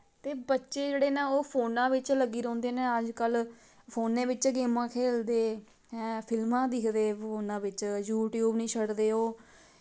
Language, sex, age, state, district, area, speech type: Dogri, female, 18-30, Jammu and Kashmir, Samba, rural, spontaneous